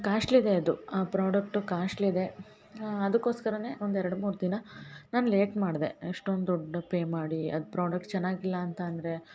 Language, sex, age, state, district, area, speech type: Kannada, female, 18-30, Karnataka, Hassan, urban, spontaneous